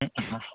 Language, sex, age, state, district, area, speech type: Kannada, male, 18-30, Karnataka, Gulbarga, urban, conversation